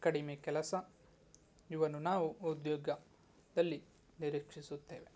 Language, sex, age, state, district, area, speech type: Kannada, male, 18-30, Karnataka, Tumkur, rural, spontaneous